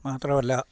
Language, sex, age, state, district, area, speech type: Malayalam, male, 60+, Kerala, Idukki, rural, spontaneous